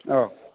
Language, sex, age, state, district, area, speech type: Bodo, male, 45-60, Assam, Chirang, urban, conversation